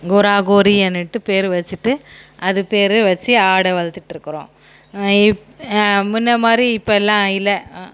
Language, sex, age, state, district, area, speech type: Tamil, female, 45-60, Tamil Nadu, Krishnagiri, rural, spontaneous